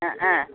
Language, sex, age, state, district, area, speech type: Tamil, female, 60+, Tamil Nadu, Viluppuram, rural, conversation